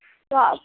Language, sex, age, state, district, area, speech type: Urdu, female, 18-30, Uttar Pradesh, Balrampur, rural, conversation